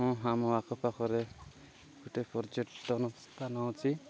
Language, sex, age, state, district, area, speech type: Odia, male, 30-45, Odisha, Nabarangpur, urban, spontaneous